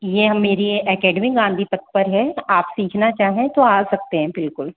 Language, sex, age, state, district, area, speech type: Hindi, female, 18-30, Rajasthan, Jaipur, urban, conversation